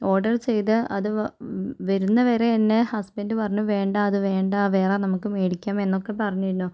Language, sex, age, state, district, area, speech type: Malayalam, female, 45-60, Kerala, Kozhikode, urban, spontaneous